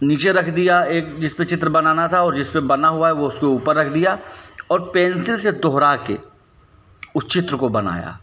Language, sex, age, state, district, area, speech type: Hindi, male, 30-45, Uttar Pradesh, Hardoi, rural, spontaneous